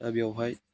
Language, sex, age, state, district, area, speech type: Bodo, male, 18-30, Assam, Udalguri, urban, spontaneous